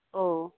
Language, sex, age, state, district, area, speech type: Santali, female, 30-45, West Bengal, Birbhum, rural, conversation